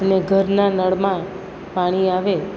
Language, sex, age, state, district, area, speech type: Gujarati, female, 60+, Gujarat, Valsad, urban, spontaneous